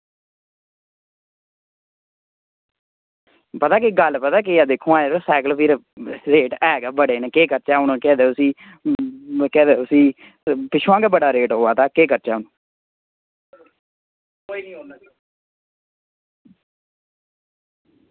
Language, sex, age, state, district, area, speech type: Dogri, male, 30-45, Jammu and Kashmir, Samba, rural, conversation